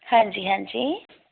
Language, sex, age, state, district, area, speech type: Punjabi, female, 30-45, Punjab, Firozpur, urban, conversation